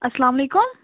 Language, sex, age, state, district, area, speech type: Kashmiri, female, 30-45, Jammu and Kashmir, Bandipora, rural, conversation